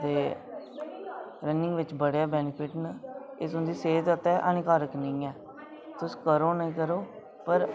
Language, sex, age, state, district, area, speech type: Dogri, male, 18-30, Jammu and Kashmir, Reasi, rural, spontaneous